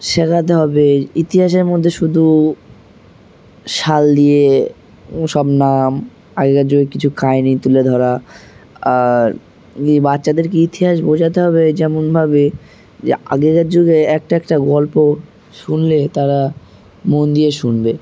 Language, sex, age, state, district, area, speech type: Bengali, male, 18-30, West Bengal, Dakshin Dinajpur, urban, spontaneous